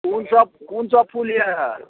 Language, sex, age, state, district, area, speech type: Maithili, male, 60+, Bihar, Araria, rural, conversation